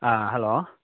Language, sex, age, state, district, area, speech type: Manipuri, male, 18-30, Manipur, Kakching, rural, conversation